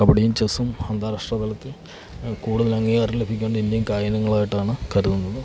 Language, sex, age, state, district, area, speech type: Malayalam, male, 45-60, Kerala, Alappuzha, rural, spontaneous